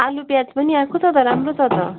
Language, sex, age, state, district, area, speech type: Nepali, female, 30-45, West Bengal, Darjeeling, rural, conversation